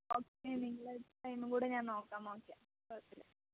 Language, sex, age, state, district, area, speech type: Malayalam, female, 18-30, Kerala, Wayanad, rural, conversation